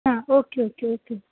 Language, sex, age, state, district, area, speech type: Punjabi, female, 18-30, Punjab, Faridkot, urban, conversation